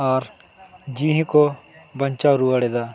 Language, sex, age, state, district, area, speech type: Santali, male, 18-30, West Bengal, Purulia, rural, spontaneous